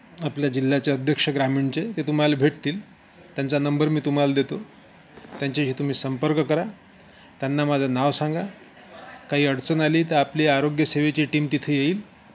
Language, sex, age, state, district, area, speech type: Marathi, male, 45-60, Maharashtra, Wardha, urban, spontaneous